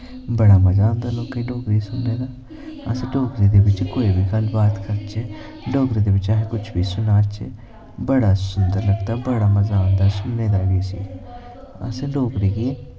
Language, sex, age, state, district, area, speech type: Dogri, male, 18-30, Jammu and Kashmir, Samba, urban, spontaneous